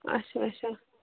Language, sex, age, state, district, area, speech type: Kashmiri, female, 18-30, Jammu and Kashmir, Kupwara, rural, conversation